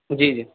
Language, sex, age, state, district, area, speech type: Urdu, male, 18-30, Delhi, South Delhi, urban, conversation